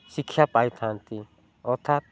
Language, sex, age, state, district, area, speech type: Odia, male, 45-60, Odisha, Rayagada, rural, spontaneous